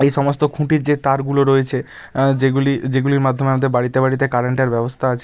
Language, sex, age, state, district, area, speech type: Bengali, male, 45-60, West Bengal, Bankura, urban, spontaneous